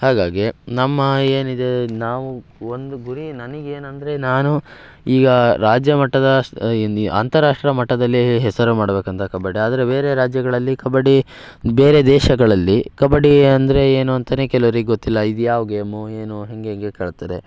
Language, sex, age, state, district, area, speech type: Kannada, male, 18-30, Karnataka, Shimoga, rural, spontaneous